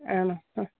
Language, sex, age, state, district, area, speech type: Malayalam, female, 30-45, Kerala, Wayanad, rural, conversation